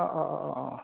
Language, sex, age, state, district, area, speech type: Assamese, male, 30-45, Assam, Jorhat, urban, conversation